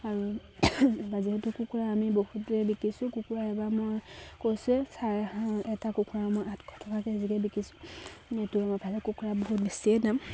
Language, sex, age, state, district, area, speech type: Assamese, female, 30-45, Assam, Charaideo, rural, spontaneous